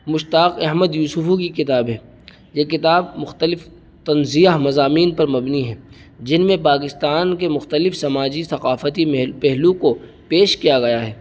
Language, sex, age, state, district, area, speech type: Urdu, male, 18-30, Uttar Pradesh, Saharanpur, urban, spontaneous